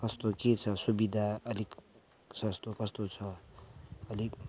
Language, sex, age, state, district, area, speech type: Nepali, male, 45-60, West Bengal, Kalimpong, rural, spontaneous